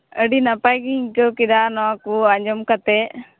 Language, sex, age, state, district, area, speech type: Santali, female, 18-30, West Bengal, Uttar Dinajpur, rural, conversation